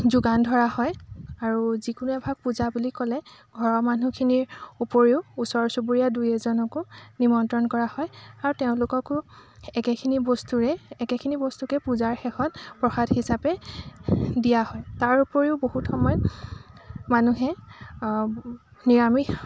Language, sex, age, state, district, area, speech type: Assamese, female, 30-45, Assam, Dibrugarh, rural, spontaneous